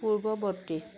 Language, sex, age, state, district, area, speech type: Assamese, female, 30-45, Assam, Jorhat, urban, read